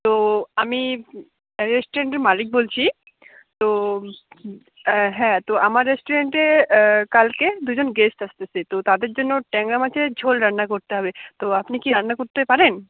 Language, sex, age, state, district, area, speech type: Bengali, female, 18-30, West Bengal, Jalpaiguri, rural, conversation